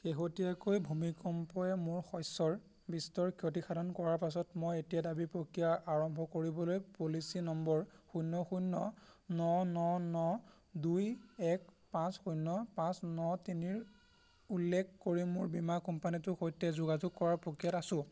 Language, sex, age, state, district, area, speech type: Assamese, male, 18-30, Assam, Golaghat, rural, read